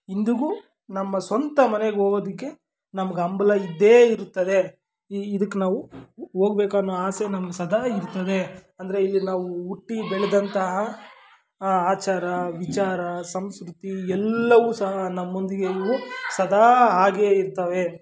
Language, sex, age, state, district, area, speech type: Kannada, male, 18-30, Karnataka, Kolar, rural, spontaneous